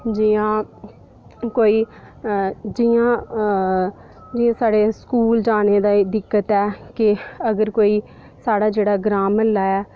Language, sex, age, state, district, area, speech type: Dogri, female, 18-30, Jammu and Kashmir, Udhampur, rural, spontaneous